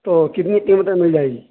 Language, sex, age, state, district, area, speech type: Urdu, male, 18-30, Uttar Pradesh, Saharanpur, urban, conversation